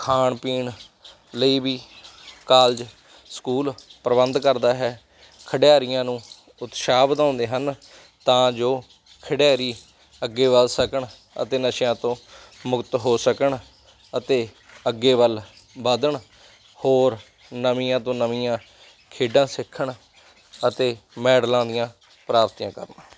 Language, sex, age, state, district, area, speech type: Punjabi, male, 30-45, Punjab, Mansa, rural, spontaneous